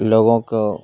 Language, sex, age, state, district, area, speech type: Urdu, male, 30-45, Bihar, Khagaria, rural, spontaneous